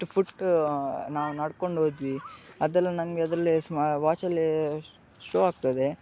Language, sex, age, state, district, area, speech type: Kannada, male, 18-30, Karnataka, Udupi, rural, spontaneous